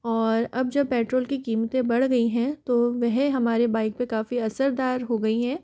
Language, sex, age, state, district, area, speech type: Hindi, female, 30-45, Rajasthan, Jaipur, urban, spontaneous